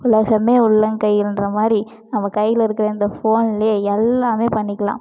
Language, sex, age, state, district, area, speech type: Tamil, female, 18-30, Tamil Nadu, Cuddalore, rural, spontaneous